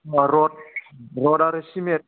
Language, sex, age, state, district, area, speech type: Bodo, male, 18-30, Assam, Udalguri, rural, conversation